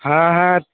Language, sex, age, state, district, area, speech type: Bengali, male, 60+, West Bengal, Nadia, rural, conversation